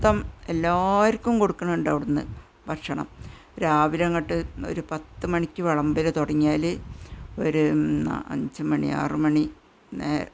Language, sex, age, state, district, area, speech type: Malayalam, female, 60+, Kerala, Malappuram, rural, spontaneous